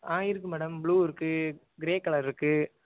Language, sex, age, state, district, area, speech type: Tamil, male, 18-30, Tamil Nadu, Tiruvarur, rural, conversation